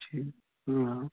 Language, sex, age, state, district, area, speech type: Sindhi, male, 30-45, Maharashtra, Thane, urban, conversation